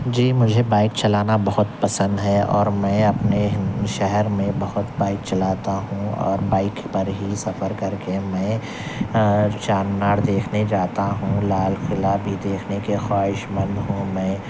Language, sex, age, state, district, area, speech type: Urdu, male, 45-60, Telangana, Hyderabad, urban, spontaneous